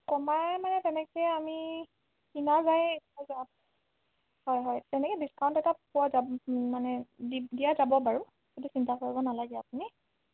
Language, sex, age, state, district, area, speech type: Assamese, female, 30-45, Assam, Sonitpur, rural, conversation